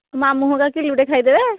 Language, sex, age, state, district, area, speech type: Odia, female, 30-45, Odisha, Nayagarh, rural, conversation